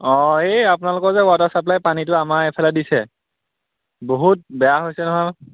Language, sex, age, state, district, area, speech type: Assamese, male, 18-30, Assam, Majuli, urban, conversation